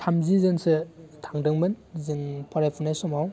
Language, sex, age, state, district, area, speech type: Bodo, male, 18-30, Assam, Baksa, rural, spontaneous